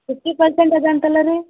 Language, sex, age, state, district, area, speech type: Kannada, female, 18-30, Karnataka, Bidar, urban, conversation